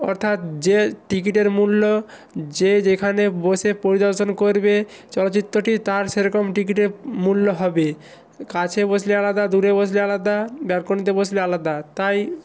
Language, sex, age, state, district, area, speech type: Bengali, male, 18-30, West Bengal, Purba Medinipur, rural, spontaneous